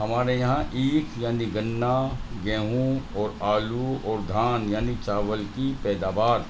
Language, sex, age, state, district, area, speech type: Urdu, male, 45-60, Delhi, North East Delhi, urban, spontaneous